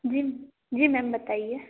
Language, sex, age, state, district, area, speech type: Hindi, female, 18-30, Madhya Pradesh, Harda, urban, conversation